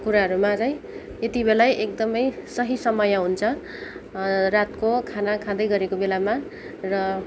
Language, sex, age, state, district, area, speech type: Nepali, female, 18-30, West Bengal, Kalimpong, rural, spontaneous